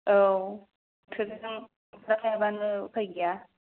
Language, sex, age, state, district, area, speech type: Bodo, female, 18-30, Assam, Kokrajhar, rural, conversation